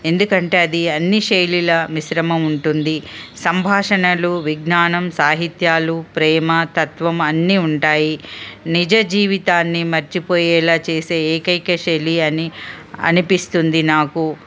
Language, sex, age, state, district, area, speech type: Telugu, female, 45-60, Telangana, Ranga Reddy, urban, spontaneous